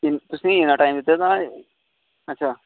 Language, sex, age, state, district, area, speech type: Dogri, male, 30-45, Jammu and Kashmir, Udhampur, rural, conversation